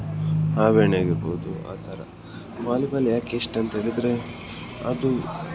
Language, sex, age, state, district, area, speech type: Kannada, male, 18-30, Karnataka, Dakshina Kannada, urban, spontaneous